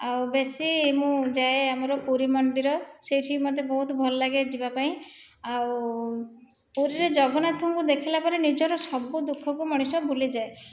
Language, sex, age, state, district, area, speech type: Odia, female, 30-45, Odisha, Khordha, rural, spontaneous